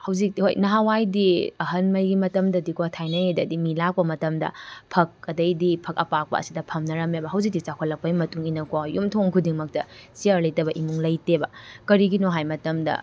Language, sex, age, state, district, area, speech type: Manipuri, female, 18-30, Manipur, Kakching, rural, spontaneous